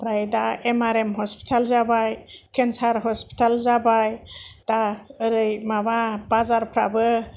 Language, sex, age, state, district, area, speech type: Bodo, female, 60+, Assam, Kokrajhar, urban, spontaneous